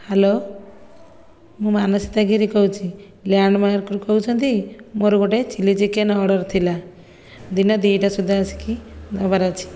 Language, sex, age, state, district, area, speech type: Odia, female, 30-45, Odisha, Khordha, rural, spontaneous